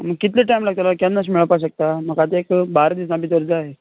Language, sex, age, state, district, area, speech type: Goan Konkani, male, 18-30, Goa, Canacona, rural, conversation